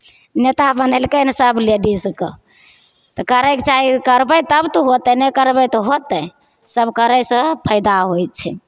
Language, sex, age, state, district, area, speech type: Maithili, female, 30-45, Bihar, Begusarai, rural, spontaneous